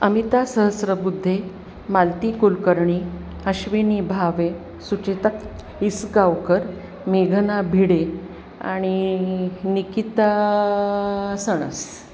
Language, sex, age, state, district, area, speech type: Marathi, female, 45-60, Maharashtra, Pune, urban, spontaneous